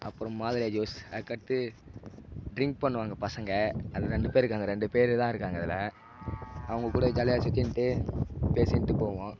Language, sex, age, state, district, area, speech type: Tamil, male, 18-30, Tamil Nadu, Tiruvannamalai, urban, spontaneous